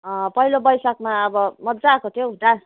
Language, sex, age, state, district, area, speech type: Nepali, female, 45-60, West Bengal, Kalimpong, rural, conversation